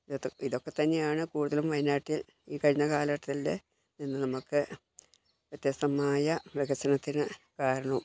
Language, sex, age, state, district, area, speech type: Malayalam, female, 60+, Kerala, Wayanad, rural, spontaneous